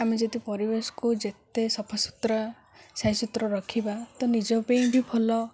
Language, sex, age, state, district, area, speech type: Odia, female, 18-30, Odisha, Sundergarh, urban, spontaneous